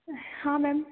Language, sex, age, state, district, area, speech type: Hindi, female, 18-30, Madhya Pradesh, Harda, urban, conversation